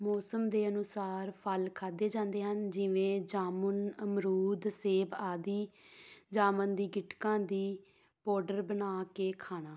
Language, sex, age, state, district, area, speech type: Punjabi, female, 18-30, Punjab, Tarn Taran, rural, spontaneous